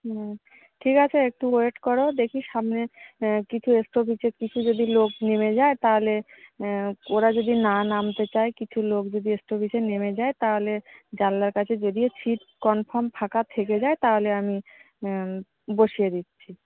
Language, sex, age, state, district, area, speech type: Bengali, female, 30-45, West Bengal, Darjeeling, urban, conversation